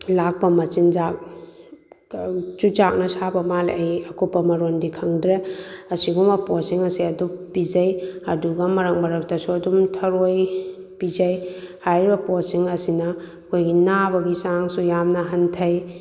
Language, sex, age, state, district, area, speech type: Manipuri, female, 45-60, Manipur, Kakching, rural, spontaneous